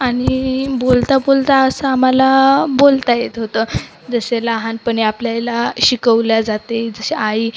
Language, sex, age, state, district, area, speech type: Marathi, female, 30-45, Maharashtra, Wardha, rural, spontaneous